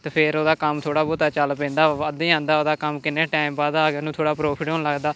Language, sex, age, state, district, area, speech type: Punjabi, male, 18-30, Punjab, Amritsar, urban, spontaneous